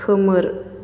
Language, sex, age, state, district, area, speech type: Bodo, female, 18-30, Assam, Chirang, rural, read